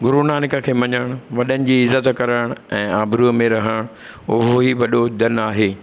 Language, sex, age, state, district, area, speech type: Sindhi, male, 60+, Maharashtra, Mumbai Suburban, urban, spontaneous